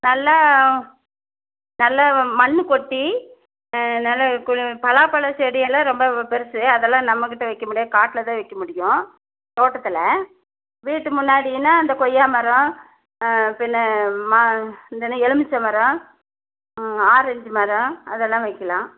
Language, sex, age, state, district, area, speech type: Tamil, female, 60+, Tamil Nadu, Erode, rural, conversation